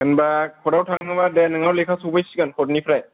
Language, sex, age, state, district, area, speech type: Bodo, male, 18-30, Assam, Kokrajhar, rural, conversation